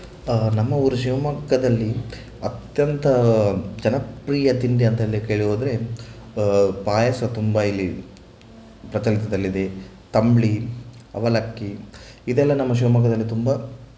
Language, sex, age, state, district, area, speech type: Kannada, male, 18-30, Karnataka, Shimoga, rural, spontaneous